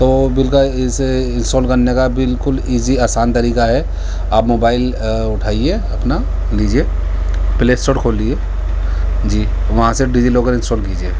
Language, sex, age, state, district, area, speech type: Urdu, male, 30-45, Delhi, East Delhi, urban, spontaneous